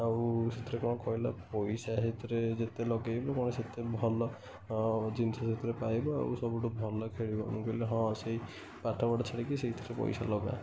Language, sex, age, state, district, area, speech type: Odia, male, 60+, Odisha, Kendujhar, urban, spontaneous